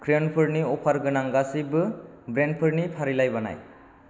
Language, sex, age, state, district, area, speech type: Bodo, male, 18-30, Assam, Chirang, urban, read